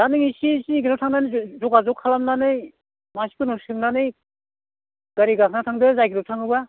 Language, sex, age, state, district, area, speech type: Bodo, male, 60+, Assam, Baksa, urban, conversation